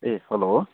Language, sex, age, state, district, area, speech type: Nepali, male, 18-30, West Bengal, Kalimpong, rural, conversation